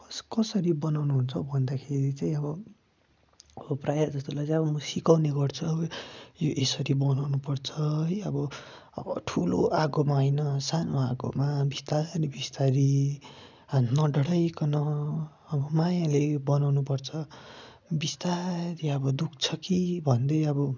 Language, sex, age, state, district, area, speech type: Nepali, male, 45-60, West Bengal, Darjeeling, rural, spontaneous